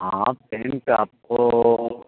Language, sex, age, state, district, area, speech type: Hindi, male, 45-60, Uttar Pradesh, Mau, rural, conversation